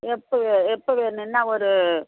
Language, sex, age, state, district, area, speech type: Tamil, female, 60+, Tamil Nadu, Viluppuram, rural, conversation